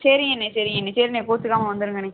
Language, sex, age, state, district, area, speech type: Tamil, female, 18-30, Tamil Nadu, Sivaganga, rural, conversation